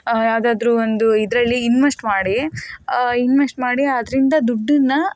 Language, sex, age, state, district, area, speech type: Kannada, female, 30-45, Karnataka, Davanagere, rural, spontaneous